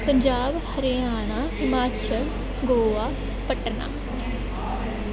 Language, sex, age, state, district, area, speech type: Punjabi, female, 18-30, Punjab, Gurdaspur, urban, spontaneous